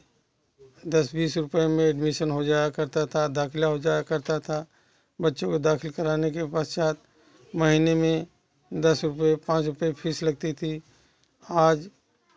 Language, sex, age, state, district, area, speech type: Hindi, male, 60+, Uttar Pradesh, Jaunpur, rural, spontaneous